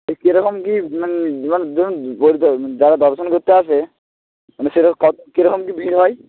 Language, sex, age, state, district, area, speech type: Bengali, male, 18-30, West Bengal, Jalpaiguri, rural, conversation